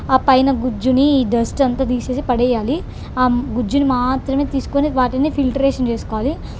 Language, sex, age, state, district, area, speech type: Telugu, female, 18-30, Andhra Pradesh, Krishna, urban, spontaneous